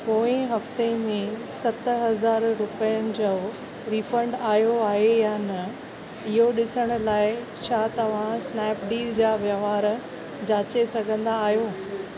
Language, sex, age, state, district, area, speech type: Sindhi, female, 30-45, Maharashtra, Thane, urban, read